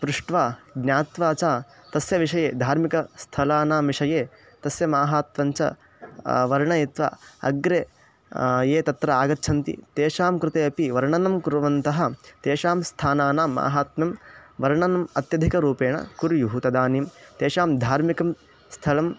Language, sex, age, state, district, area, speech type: Sanskrit, male, 18-30, Karnataka, Chikkamagaluru, rural, spontaneous